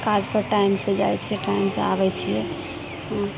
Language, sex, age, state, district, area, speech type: Maithili, female, 45-60, Bihar, Purnia, rural, spontaneous